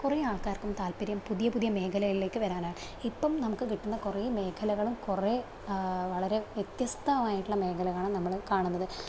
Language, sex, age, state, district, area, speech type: Malayalam, female, 18-30, Kerala, Thrissur, rural, spontaneous